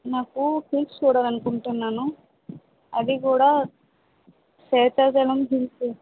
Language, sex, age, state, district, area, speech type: Telugu, female, 30-45, Andhra Pradesh, Vizianagaram, rural, conversation